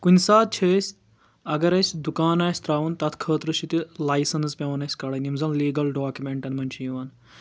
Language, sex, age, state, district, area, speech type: Kashmiri, male, 18-30, Jammu and Kashmir, Anantnag, rural, spontaneous